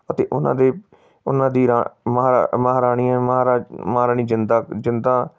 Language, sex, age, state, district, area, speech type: Punjabi, male, 30-45, Punjab, Tarn Taran, urban, spontaneous